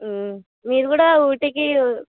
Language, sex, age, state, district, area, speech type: Telugu, female, 30-45, Andhra Pradesh, Kurnool, rural, conversation